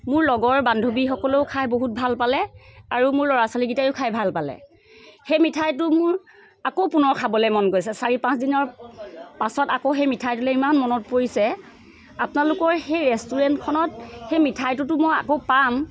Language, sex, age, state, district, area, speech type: Assamese, female, 45-60, Assam, Sivasagar, urban, spontaneous